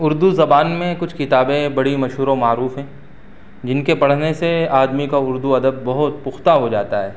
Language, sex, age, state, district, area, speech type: Urdu, male, 30-45, Uttar Pradesh, Saharanpur, urban, spontaneous